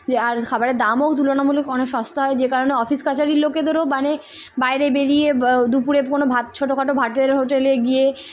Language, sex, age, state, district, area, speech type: Bengali, female, 18-30, West Bengal, Kolkata, urban, spontaneous